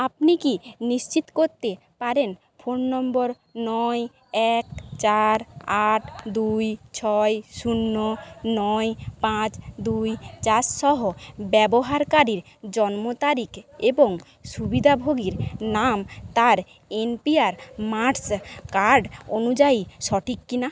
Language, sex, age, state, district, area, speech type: Bengali, female, 18-30, West Bengal, Jhargram, rural, read